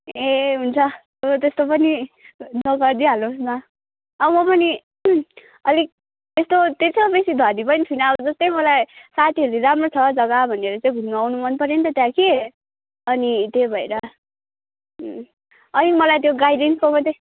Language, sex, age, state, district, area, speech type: Nepali, female, 18-30, West Bengal, Kalimpong, rural, conversation